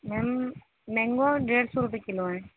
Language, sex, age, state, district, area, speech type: Urdu, female, 18-30, Delhi, East Delhi, urban, conversation